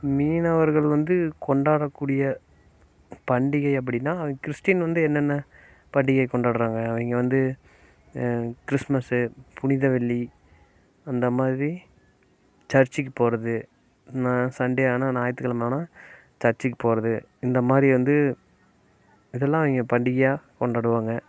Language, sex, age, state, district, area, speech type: Tamil, male, 30-45, Tamil Nadu, Namakkal, rural, spontaneous